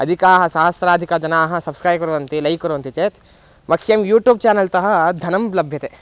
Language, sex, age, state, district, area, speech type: Sanskrit, male, 18-30, Karnataka, Bangalore Rural, urban, spontaneous